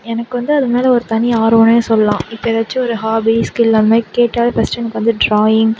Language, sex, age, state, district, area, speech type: Tamil, female, 18-30, Tamil Nadu, Sivaganga, rural, spontaneous